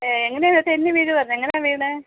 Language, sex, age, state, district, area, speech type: Malayalam, female, 45-60, Kerala, Kottayam, rural, conversation